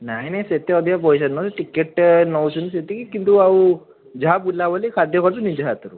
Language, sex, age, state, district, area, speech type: Odia, male, 18-30, Odisha, Puri, urban, conversation